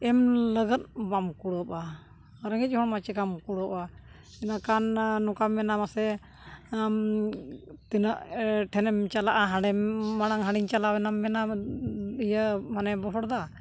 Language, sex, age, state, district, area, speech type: Santali, female, 60+, Odisha, Mayurbhanj, rural, spontaneous